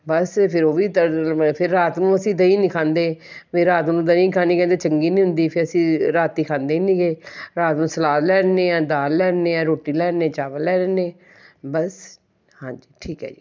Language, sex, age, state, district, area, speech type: Punjabi, male, 60+, Punjab, Shaheed Bhagat Singh Nagar, urban, spontaneous